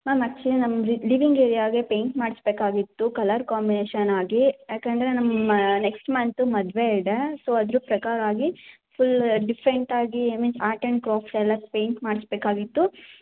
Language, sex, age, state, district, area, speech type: Kannada, female, 18-30, Karnataka, Hassan, rural, conversation